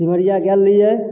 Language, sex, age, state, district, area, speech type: Maithili, male, 18-30, Bihar, Samastipur, rural, spontaneous